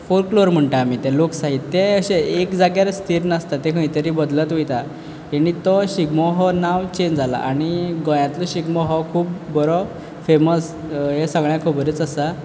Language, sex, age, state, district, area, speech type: Goan Konkani, male, 18-30, Goa, Quepem, rural, spontaneous